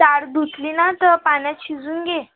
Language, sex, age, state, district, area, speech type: Marathi, female, 18-30, Maharashtra, Amravati, rural, conversation